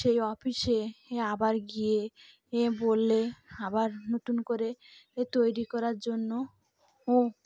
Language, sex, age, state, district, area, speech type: Bengali, female, 30-45, West Bengal, Cooch Behar, urban, spontaneous